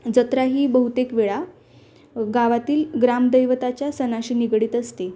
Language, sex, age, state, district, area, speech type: Marathi, female, 18-30, Maharashtra, Osmanabad, rural, spontaneous